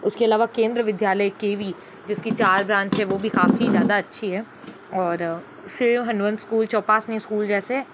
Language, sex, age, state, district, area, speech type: Hindi, female, 45-60, Rajasthan, Jodhpur, urban, spontaneous